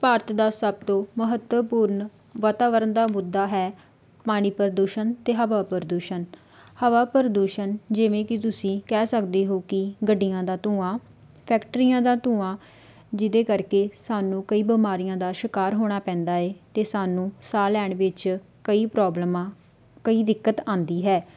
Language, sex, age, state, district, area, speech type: Punjabi, female, 18-30, Punjab, Tarn Taran, rural, spontaneous